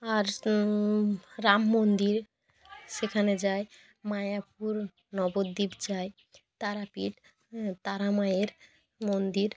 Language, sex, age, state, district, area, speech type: Bengali, female, 18-30, West Bengal, Jalpaiguri, rural, spontaneous